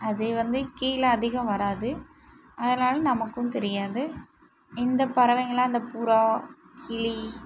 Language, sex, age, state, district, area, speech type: Tamil, female, 18-30, Tamil Nadu, Mayiladuthurai, urban, spontaneous